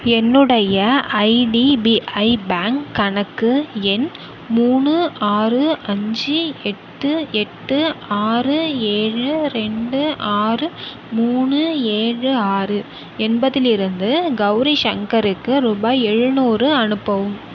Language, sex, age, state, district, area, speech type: Tamil, female, 18-30, Tamil Nadu, Nagapattinam, rural, read